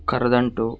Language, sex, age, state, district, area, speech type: Kannada, male, 30-45, Karnataka, Dharwad, rural, spontaneous